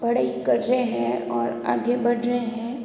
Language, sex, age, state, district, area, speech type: Hindi, female, 30-45, Rajasthan, Jodhpur, urban, spontaneous